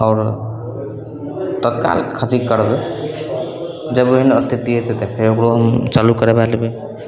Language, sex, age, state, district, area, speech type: Maithili, male, 18-30, Bihar, Araria, rural, spontaneous